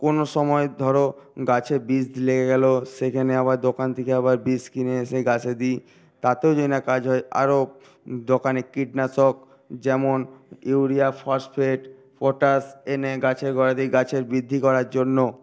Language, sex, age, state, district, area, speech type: Bengali, male, 18-30, West Bengal, Paschim Medinipur, urban, spontaneous